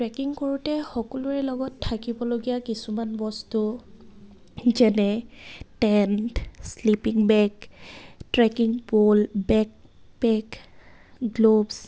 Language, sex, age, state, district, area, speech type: Assamese, female, 18-30, Assam, Dibrugarh, rural, spontaneous